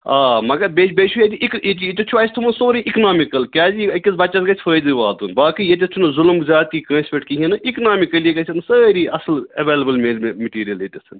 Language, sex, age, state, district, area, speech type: Kashmiri, male, 30-45, Jammu and Kashmir, Srinagar, urban, conversation